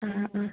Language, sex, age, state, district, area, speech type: Malayalam, female, 18-30, Kerala, Wayanad, rural, conversation